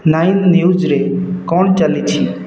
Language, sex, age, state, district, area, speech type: Odia, male, 30-45, Odisha, Khordha, rural, read